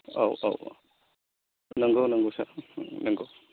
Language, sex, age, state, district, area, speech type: Bodo, male, 30-45, Assam, Kokrajhar, rural, conversation